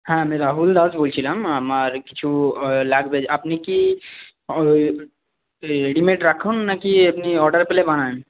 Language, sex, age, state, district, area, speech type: Bengali, male, 18-30, West Bengal, Paschim Bardhaman, rural, conversation